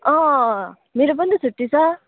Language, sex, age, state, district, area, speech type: Nepali, female, 30-45, West Bengal, Darjeeling, rural, conversation